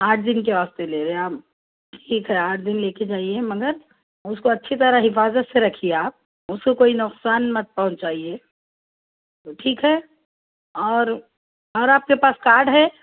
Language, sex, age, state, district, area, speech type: Urdu, female, 30-45, Telangana, Hyderabad, urban, conversation